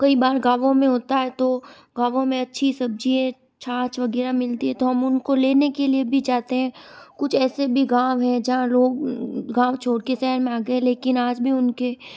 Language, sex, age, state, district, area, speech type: Hindi, female, 18-30, Rajasthan, Jodhpur, urban, spontaneous